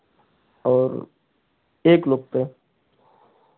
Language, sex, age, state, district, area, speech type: Hindi, male, 30-45, Uttar Pradesh, Ghazipur, rural, conversation